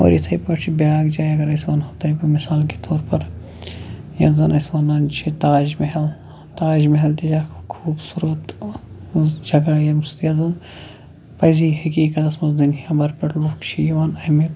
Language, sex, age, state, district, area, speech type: Kashmiri, male, 30-45, Jammu and Kashmir, Shopian, rural, spontaneous